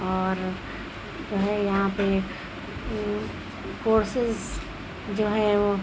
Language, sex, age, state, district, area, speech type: Urdu, female, 45-60, Uttar Pradesh, Shahjahanpur, urban, spontaneous